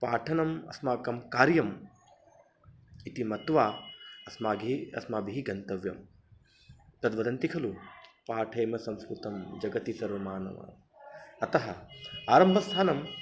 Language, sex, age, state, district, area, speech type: Sanskrit, male, 30-45, Maharashtra, Nagpur, urban, spontaneous